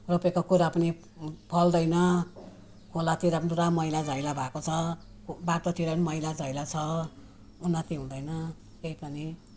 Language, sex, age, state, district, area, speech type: Nepali, female, 60+, West Bengal, Jalpaiguri, rural, spontaneous